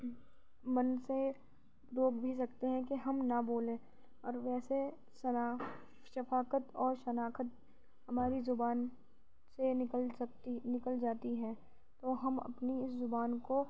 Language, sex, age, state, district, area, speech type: Urdu, female, 18-30, Uttar Pradesh, Gautam Buddha Nagar, rural, spontaneous